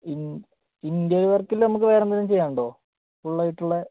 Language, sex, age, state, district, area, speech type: Malayalam, male, 18-30, Kerala, Wayanad, rural, conversation